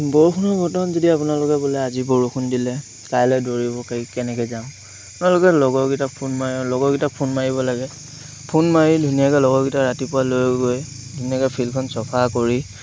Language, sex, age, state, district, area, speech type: Assamese, male, 18-30, Assam, Lakhimpur, rural, spontaneous